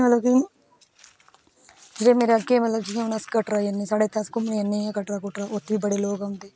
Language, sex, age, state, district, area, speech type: Dogri, female, 18-30, Jammu and Kashmir, Udhampur, rural, spontaneous